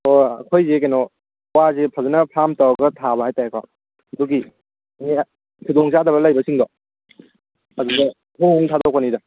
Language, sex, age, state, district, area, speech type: Manipuri, male, 18-30, Manipur, Kangpokpi, urban, conversation